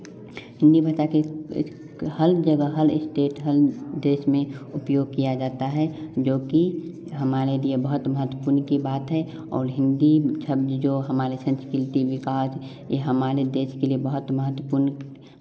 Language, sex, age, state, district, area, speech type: Hindi, male, 18-30, Bihar, Samastipur, rural, spontaneous